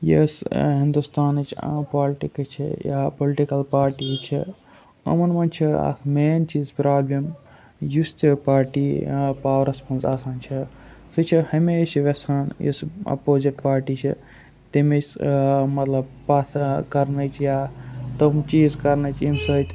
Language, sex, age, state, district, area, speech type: Kashmiri, male, 18-30, Jammu and Kashmir, Ganderbal, rural, spontaneous